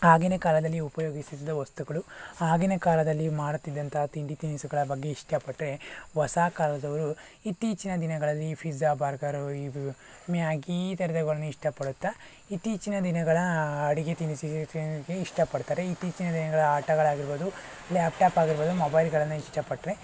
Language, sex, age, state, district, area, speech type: Kannada, male, 60+, Karnataka, Tumkur, rural, spontaneous